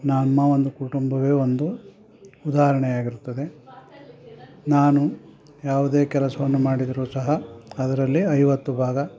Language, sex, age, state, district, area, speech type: Kannada, male, 60+, Karnataka, Chikkamagaluru, rural, spontaneous